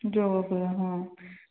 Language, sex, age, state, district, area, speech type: Odia, female, 30-45, Odisha, Sambalpur, rural, conversation